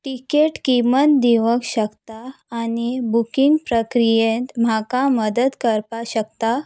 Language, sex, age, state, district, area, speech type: Goan Konkani, female, 18-30, Goa, Salcete, rural, read